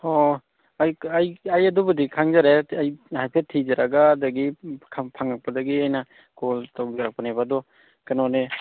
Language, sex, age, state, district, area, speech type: Manipuri, male, 30-45, Manipur, Kakching, rural, conversation